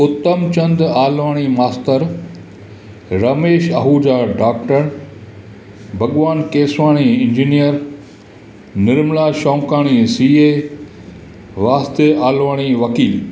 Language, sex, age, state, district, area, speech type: Sindhi, male, 60+, Gujarat, Kutch, rural, spontaneous